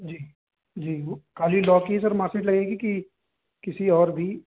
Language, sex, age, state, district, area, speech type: Hindi, male, 30-45, Uttar Pradesh, Sitapur, rural, conversation